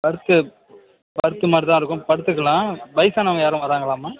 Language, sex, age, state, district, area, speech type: Tamil, male, 45-60, Tamil Nadu, Mayiladuthurai, rural, conversation